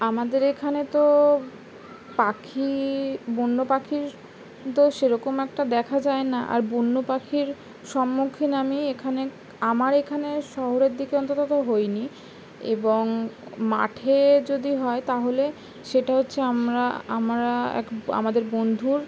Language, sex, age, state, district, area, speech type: Bengali, female, 18-30, West Bengal, Howrah, urban, spontaneous